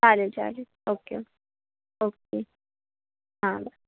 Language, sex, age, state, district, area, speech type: Marathi, female, 18-30, Maharashtra, Sindhudurg, urban, conversation